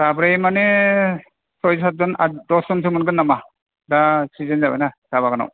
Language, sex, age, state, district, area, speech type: Bodo, male, 45-60, Assam, Chirang, rural, conversation